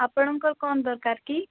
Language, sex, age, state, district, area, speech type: Odia, female, 18-30, Odisha, Malkangiri, urban, conversation